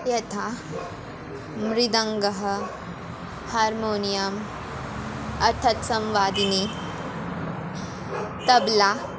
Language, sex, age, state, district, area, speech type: Sanskrit, female, 18-30, West Bengal, Jalpaiguri, urban, spontaneous